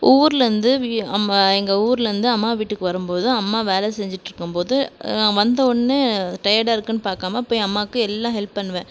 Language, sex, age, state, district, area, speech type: Tamil, female, 45-60, Tamil Nadu, Krishnagiri, rural, spontaneous